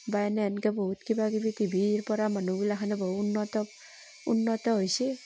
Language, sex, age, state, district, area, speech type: Assamese, female, 30-45, Assam, Barpeta, rural, spontaneous